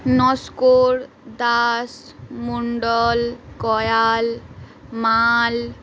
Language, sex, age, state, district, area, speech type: Bengali, female, 18-30, West Bengal, Howrah, urban, spontaneous